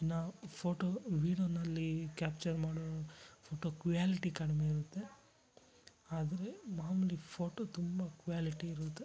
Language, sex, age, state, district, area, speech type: Kannada, male, 60+, Karnataka, Kolar, rural, spontaneous